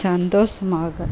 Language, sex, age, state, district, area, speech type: Tamil, female, 30-45, Tamil Nadu, Tirupattur, rural, read